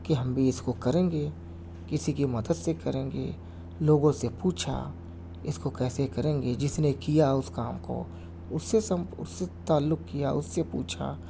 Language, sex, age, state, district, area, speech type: Urdu, male, 30-45, Uttar Pradesh, Mau, urban, spontaneous